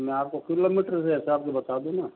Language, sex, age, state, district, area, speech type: Hindi, male, 60+, Rajasthan, Jodhpur, urban, conversation